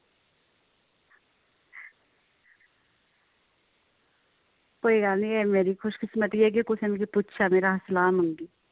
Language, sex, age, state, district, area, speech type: Dogri, female, 30-45, Jammu and Kashmir, Udhampur, rural, conversation